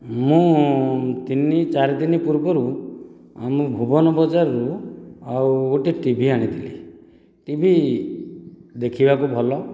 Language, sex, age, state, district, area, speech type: Odia, male, 45-60, Odisha, Dhenkanal, rural, spontaneous